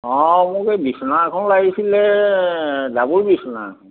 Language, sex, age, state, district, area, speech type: Assamese, male, 60+, Assam, Majuli, urban, conversation